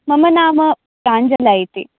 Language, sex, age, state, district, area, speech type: Sanskrit, female, 18-30, Maharashtra, Sangli, rural, conversation